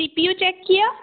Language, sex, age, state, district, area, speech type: Hindi, female, 18-30, Madhya Pradesh, Betul, urban, conversation